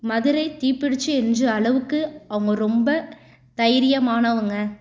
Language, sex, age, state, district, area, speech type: Tamil, female, 18-30, Tamil Nadu, Tiruchirappalli, urban, spontaneous